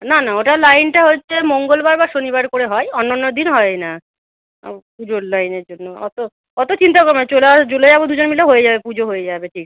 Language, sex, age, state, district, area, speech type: Bengali, female, 30-45, West Bengal, Malda, rural, conversation